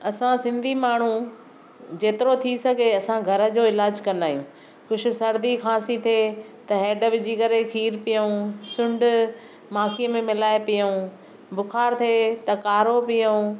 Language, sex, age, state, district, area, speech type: Sindhi, female, 60+, Maharashtra, Thane, urban, spontaneous